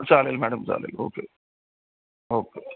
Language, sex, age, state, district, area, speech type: Marathi, male, 45-60, Maharashtra, Jalna, urban, conversation